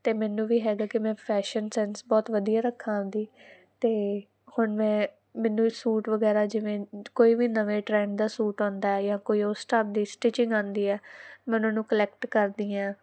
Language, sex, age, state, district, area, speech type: Punjabi, female, 18-30, Punjab, Muktsar, urban, spontaneous